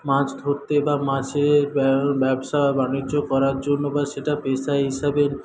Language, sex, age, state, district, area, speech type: Bengali, male, 18-30, West Bengal, Paschim Medinipur, rural, spontaneous